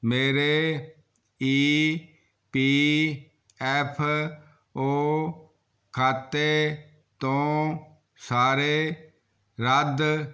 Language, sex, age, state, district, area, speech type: Punjabi, male, 60+, Punjab, Fazilka, rural, read